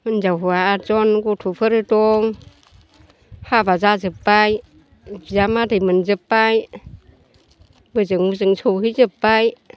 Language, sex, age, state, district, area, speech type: Bodo, female, 60+, Assam, Chirang, urban, spontaneous